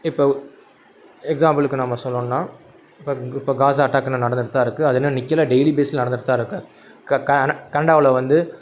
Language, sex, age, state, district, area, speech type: Tamil, male, 18-30, Tamil Nadu, Madurai, urban, spontaneous